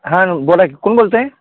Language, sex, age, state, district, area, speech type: Marathi, male, 30-45, Maharashtra, Sangli, urban, conversation